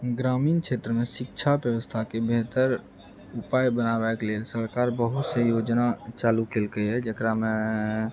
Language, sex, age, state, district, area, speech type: Maithili, male, 45-60, Bihar, Purnia, rural, spontaneous